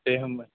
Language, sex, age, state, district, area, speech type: Bodo, male, 30-45, Assam, Chirang, urban, conversation